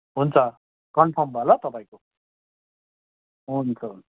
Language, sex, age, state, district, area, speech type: Nepali, male, 60+, West Bengal, Kalimpong, rural, conversation